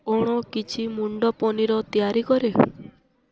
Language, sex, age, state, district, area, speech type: Odia, female, 18-30, Odisha, Balangir, urban, read